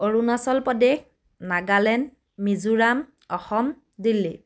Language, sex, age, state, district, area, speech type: Assamese, female, 30-45, Assam, Biswanath, rural, spontaneous